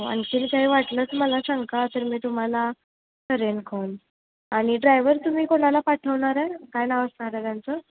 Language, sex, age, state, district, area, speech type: Marathi, female, 18-30, Maharashtra, Kolhapur, urban, conversation